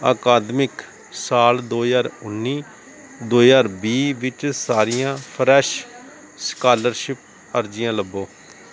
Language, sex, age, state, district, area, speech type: Punjabi, male, 30-45, Punjab, Gurdaspur, rural, read